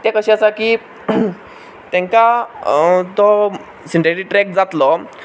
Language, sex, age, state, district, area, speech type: Goan Konkani, male, 18-30, Goa, Quepem, rural, spontaneous